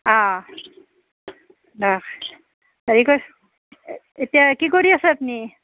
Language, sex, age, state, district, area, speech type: Assamese, female, 45-60, Assam, Nalbari, rural, conversation